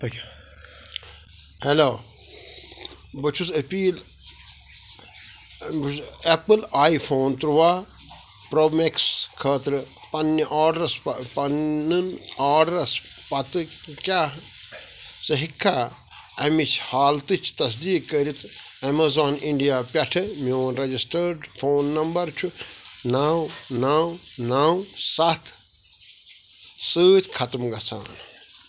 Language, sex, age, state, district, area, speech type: Kashmiri, male, 45-60, Jammu and Kashmir, Pulwama, rural, read